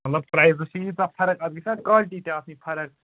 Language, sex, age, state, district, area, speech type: Kashmiri, male, 30-45, Jammu and Kashmir, Ganderbal, rural, conversation